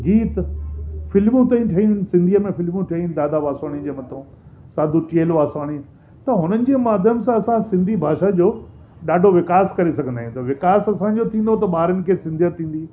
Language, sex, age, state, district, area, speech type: Sindhi, male, 60+, Delhi, South Delhi, urban, spontaneous